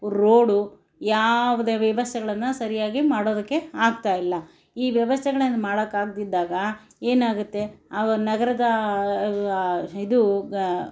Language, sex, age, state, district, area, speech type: Kannada, female, 60+, Karnataka, Bangalore Urban, urban, spontaneous